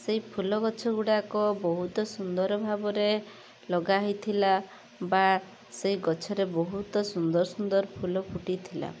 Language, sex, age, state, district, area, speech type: Odia, female, 45-60, Odisha, Rayagada, rural, spontaneous